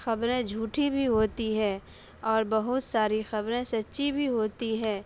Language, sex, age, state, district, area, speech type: Urdu, female, 18-30, Bihar, Saharsa, rural, spontaneous